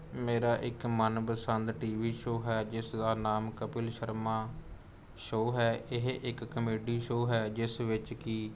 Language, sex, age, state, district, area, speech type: Punjabi, male, 18-30, Punjab, Rupnagar, urban, spontaneous